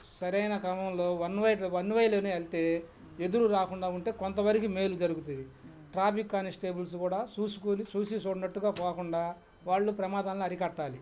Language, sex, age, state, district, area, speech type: Telugu, male, 60+, Andhra Pradesh, Bapatla, urban, spontaneous